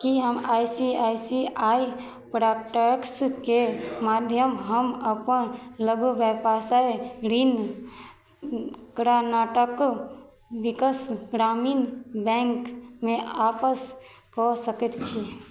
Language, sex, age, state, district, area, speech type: Maithili, female, 18-30, Bihar, Madhubani, rural, read